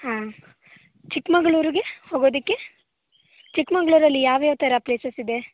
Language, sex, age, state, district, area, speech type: Kannada, female, 18-30, Karnataka, Shimoga, rural, conversation